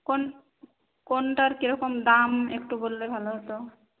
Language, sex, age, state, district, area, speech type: Bengali, female, 30-45, West Bengal, Jhargram, rural, conversation